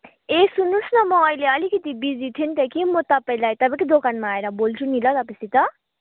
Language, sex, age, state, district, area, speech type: Nepali, female, 18-30, West Bengal, Kalimpong, rural, conversation